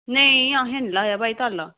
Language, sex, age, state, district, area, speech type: Dogri, female, 18-30, Jammu and Kashmir, Samba, rural, conversation